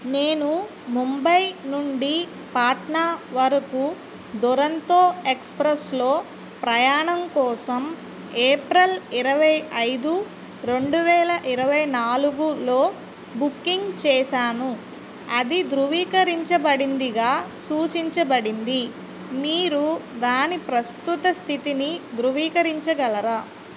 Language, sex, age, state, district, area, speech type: Telugu, female, 45-60, Andhra Pradesh, Eluru, urban, read